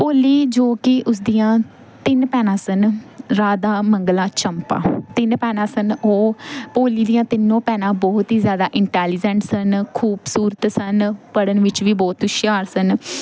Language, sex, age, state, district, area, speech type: Punjabi, female, 18-30, Punjab, Pathankot, rural, spontaneous